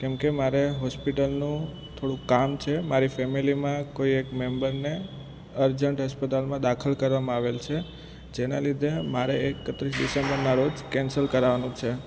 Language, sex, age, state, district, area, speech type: Gujarati, male, 18-30, Gujarat, Ahmedabad, urban, spontaneous